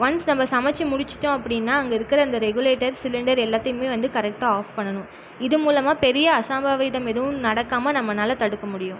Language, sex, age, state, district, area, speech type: Tamil, female, 18-30, Tamil Nadu, Erode, rural, spontaneous